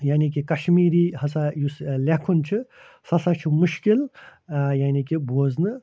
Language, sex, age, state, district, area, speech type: Kashmiri, male, 45-60, Jammu and Kashmir, Ganderbal, rural, spontaneous